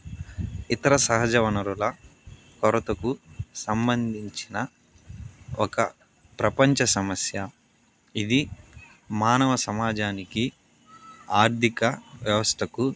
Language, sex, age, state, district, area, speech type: Telugu, male, 18-30, Andhra Pradesh, Sri Balaji, rural, spontaneous